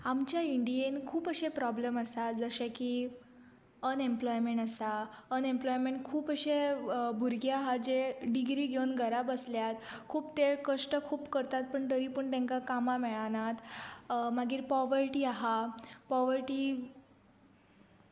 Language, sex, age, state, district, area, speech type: Goan Konkani, female, 18-30, Goa, Pernem, rural, spontaneous